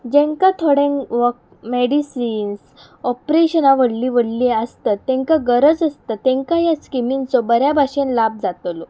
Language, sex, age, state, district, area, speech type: Goan Konkani, female, 18-30, Goa, Pernem, rural, spontaneous